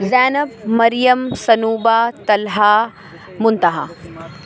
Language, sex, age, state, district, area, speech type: Urdu, female, 30-45, Uttar Pradesh, Aligarh, urban, spontaneous